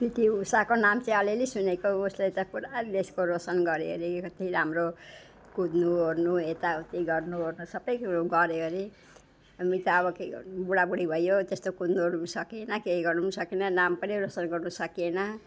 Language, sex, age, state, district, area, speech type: Nepali, female, 60+, West Bengal, Alipurduar, urban, spontaneous